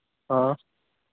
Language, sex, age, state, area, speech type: Hindi, male, 30-45, Madhya Pradesh, rural, conversation